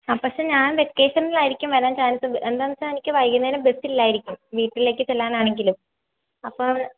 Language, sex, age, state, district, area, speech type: Malayalam, female, 18-30, Kerala, Idukki, rural, conversation